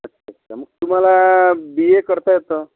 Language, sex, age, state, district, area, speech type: Marathi, male, 60+, Maharashtra, Amravati, rural, conversation